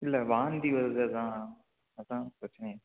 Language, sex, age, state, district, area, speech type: Tamil, male, 18-30, Tamil Nadu, Tiruppur, rural, conversation